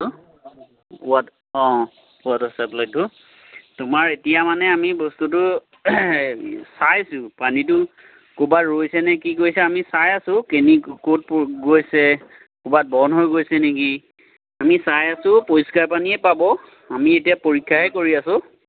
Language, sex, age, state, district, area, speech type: Assamese, male, 30-45, Assam, Majuli, urban, conversation